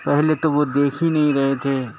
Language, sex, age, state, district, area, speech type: Urdu, male, 60+, Telangana, Hyderabad, urban, spontaneous